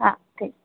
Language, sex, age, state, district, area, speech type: Marathi, female, 18-30, Maharashtra, Akola, rural, conversation